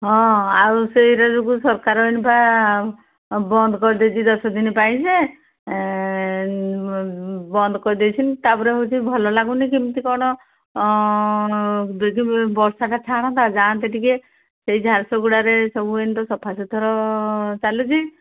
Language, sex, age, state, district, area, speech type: Odia, female, 60+, Odisha, Jharsuguda, rural, conversation